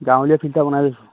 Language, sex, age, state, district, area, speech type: Assamese, male, 30-45, Assam, Majuli, urban, conversation